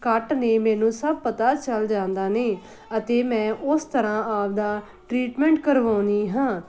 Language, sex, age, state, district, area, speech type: Punjabi, female, 30-45, Punjab, Muktsar, urban, spontaneous